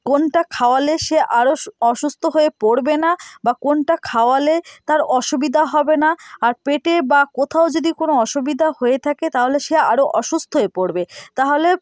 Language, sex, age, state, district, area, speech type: Bengali, female, 18-30, West Bengal, North 24 Parganas, rural, spontaneous